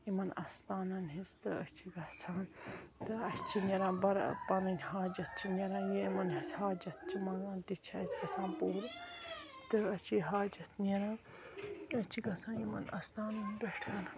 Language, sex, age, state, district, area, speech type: Kashmiri, female, 45-60, Jammu and Kashmir, Ganderbal, rural, spontaneous